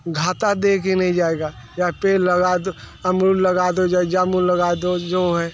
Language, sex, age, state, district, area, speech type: Hindi, male, 60+, Uttar Pradesh, Mirzapur, urban, spontaneous